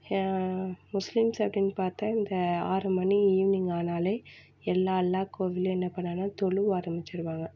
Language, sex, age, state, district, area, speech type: Tamil, female, 18-30, Tamil Nadu, Mayiladuthurai, urban, spontaneous